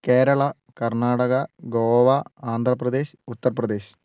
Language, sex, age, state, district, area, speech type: Malayalam, male, 60+, Kerala, Wayanad, rural, spontaneous